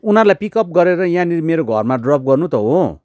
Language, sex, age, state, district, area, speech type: Nepali, male, 30-45, West Bengal, Darjeeling, rural, spontaneous